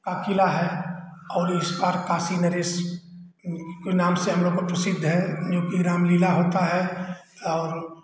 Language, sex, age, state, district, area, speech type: Hindi, male, 60+, Uttar Pradesh, Chandauli, urban, spontaneous